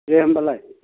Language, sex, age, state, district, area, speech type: Bodo, male, 45-60, Assam, Kokrajhar, urban, conversation